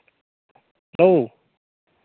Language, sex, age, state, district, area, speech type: Santali, male, 45-60, West Bengal, Malda, rural, conversation